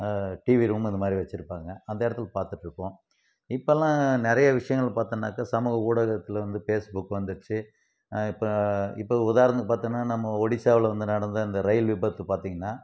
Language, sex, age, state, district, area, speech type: Tamil, male, 60+, Tamil Nadu, Krishnagiri, rural, spontaneous